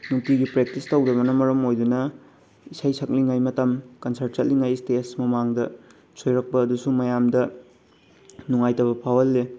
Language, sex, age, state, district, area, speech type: Manipuri, male, 18-30, Manipur, Bishnupur, rural, spontaneous